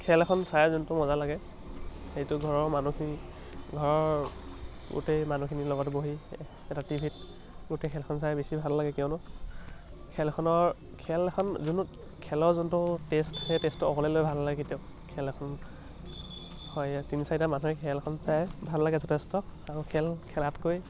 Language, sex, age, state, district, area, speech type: Assamese, male, 18-30, Assam, Lakhimpur, urban, spontaneous